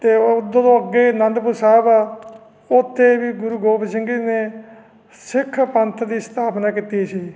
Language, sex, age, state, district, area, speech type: Punjabi, male, 45-60, Punjab, Fatehgarh Sahib, urban, spontaneous